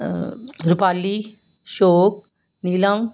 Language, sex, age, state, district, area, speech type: Punjabi, female, 60+, Punjab, Fazilka, rural, spontaneous